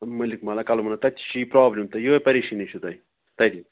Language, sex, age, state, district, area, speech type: Kashmiri, male, 30-45, Jammu and Kashmir, Kupwara, rural, conversation